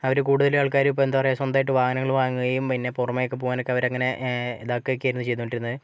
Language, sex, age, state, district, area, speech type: Malayalam, male, 45-60, Kerala, Wayanad, rural, spontaneous